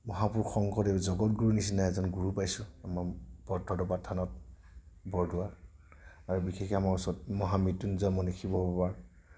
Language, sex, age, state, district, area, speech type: Assamese, male, 45-60, Assam, Nagaon, rural, spontaneous